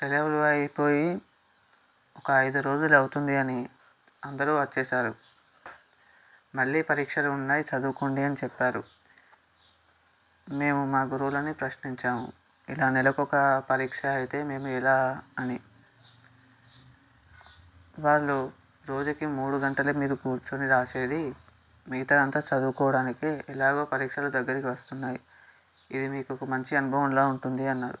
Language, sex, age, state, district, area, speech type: Telugu, male, 18-30, Telangana, Sangareddy, urban, spontaneous